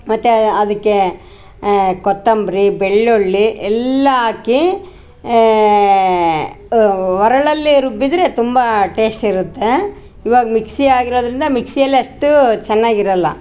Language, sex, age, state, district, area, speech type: Kannada, female, 45-60, Karnataka, Vijayanagara, rural, spontaneous